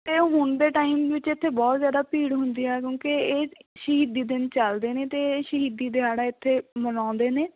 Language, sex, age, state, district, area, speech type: Punjabi, female, 18-30, Punjab, Fatehgarh Sahib, rural, conversation